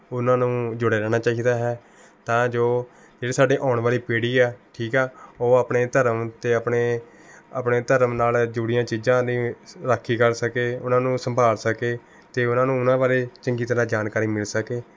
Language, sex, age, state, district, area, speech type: Punjabi, male, 18-30, Punjab, Rupnagar, urban, spontaneous